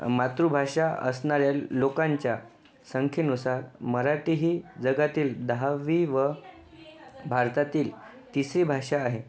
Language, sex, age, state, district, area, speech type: Marathi, male, 18-30, Maharashtra, Yavatmal, urban, spontaneous